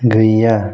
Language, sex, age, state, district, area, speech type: Bodo, male, 18-30, Assam, Kokrajhar, rural, read